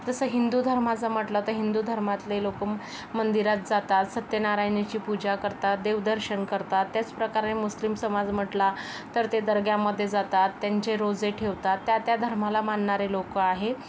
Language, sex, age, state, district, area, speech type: Marathi, female, 45-60, Maharashtra, Yavatmal, rural, spontaneous